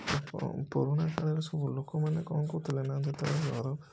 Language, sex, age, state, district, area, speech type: Odia, male, 30-45, Odisha, Puri, urban, spontaneous